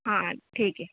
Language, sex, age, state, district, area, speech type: Marathi, female, 30-45, Maharashtra, Thane, urban, conversation